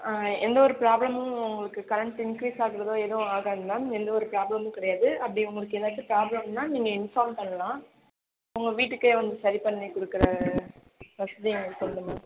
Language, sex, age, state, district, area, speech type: Tamil, female, 18-30, Tamil Nadu, Thanjavur, urban, conversation